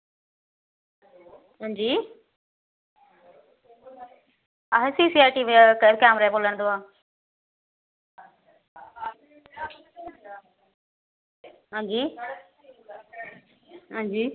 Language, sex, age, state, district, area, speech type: Dogri, female, 30-45, Jammu and Kashmir, Samba, rural, conversation